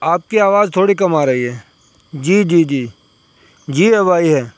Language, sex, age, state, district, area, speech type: Urdu, male, 30-45, Uttar Pradesh, Saharanpur, urban, spontaneous